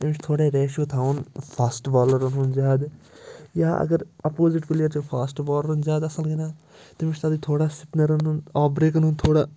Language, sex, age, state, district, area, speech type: Kashmiri, male, 30-45, Jammu and Kashmir, Srinagar, urban, spontaneous